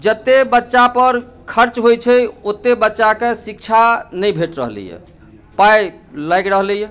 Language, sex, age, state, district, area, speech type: Maithili, female, 60+, Bihar, Madhubani, urban, spontaneous